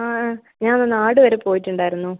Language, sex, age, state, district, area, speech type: Malayalam, female, 30-45, Kerala, Kannur, rural, conversation